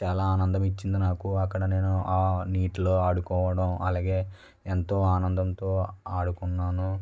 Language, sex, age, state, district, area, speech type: Telugu, male, 18-30, Andhra Pradesh, West Godavari, rural, spontaneous